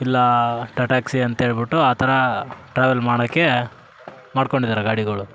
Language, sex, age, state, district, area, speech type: Kannada, male, 18-30, Karnataka, Vijayanagara, rural, spontaneous